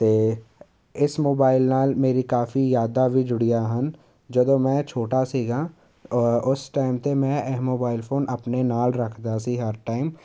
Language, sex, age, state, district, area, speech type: Punjabi, male, 18-30, Punjab, Jalandhar, urban, spontaneous